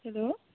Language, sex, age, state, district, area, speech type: Nepali, female, 18-30, West Bengal, Kalimpong, rural, conversation